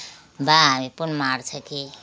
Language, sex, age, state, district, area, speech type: Nepali, female, 60+, West Bengal, Kalimpong, rural, spontaneous